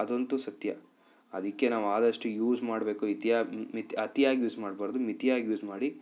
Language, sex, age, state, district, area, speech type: Kannada, male, 30-45, Karnataka, Chikkaballapur, urban, spontaneous